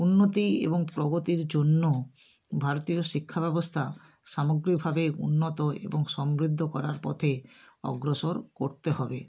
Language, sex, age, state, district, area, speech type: Bengali, female, 60+, West Bengal, North 24 Parganas, rural, spontaneous